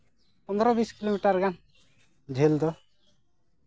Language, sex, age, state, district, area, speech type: Santali, male, 30-45, Jharkhand, East Singhbhum, rural, spontaneous